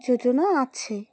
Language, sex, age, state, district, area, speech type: Bengali, female, 30-45, West Bengal, Alipurduar, rural, spontaneous